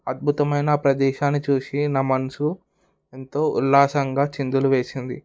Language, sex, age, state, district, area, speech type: Telugu, male, 18-30, Telangana, Hyderabad, urban, spontaneous